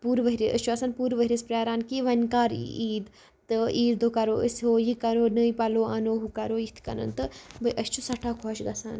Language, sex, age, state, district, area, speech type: Kashmiri, female, 18-30, Jammu and Kashmir, Kupwara, rural, spontaneous